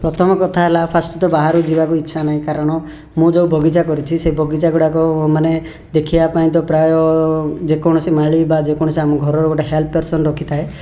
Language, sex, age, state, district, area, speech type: Odia, male, 30-45, Odisha, Rayagada, rural, spontaneous